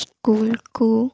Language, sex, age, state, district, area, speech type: Odia, female, 18-30, Odisha, Koraput, urban, spontaneous